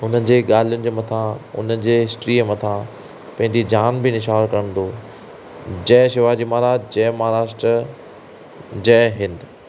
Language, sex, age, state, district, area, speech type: Sindhi, male, 30-45, Maharashtra, Thane, urban, spontaneous